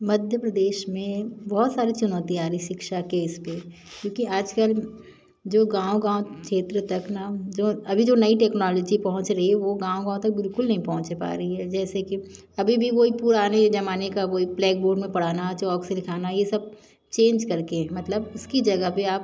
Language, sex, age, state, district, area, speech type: Hindi, female, 45-60, Madhya Pradesh, Jabalpur, urban, spontaneous